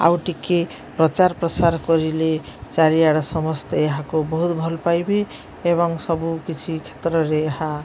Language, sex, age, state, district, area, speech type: Odia, female, 45-60, Odisha, Subarnapur, urban, spontaneous